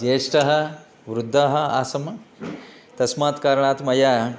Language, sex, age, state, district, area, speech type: Sanskrit, male, 60+, Telangana, Hyderabad, urban, spontaneous